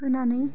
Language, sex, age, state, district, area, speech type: Bodo, female, 18-30, Assam, Baksa, rural, spontaneous